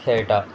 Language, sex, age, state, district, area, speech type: Goan Konkani, male, 18-30, Goa, Murmgao, rural, spontaneous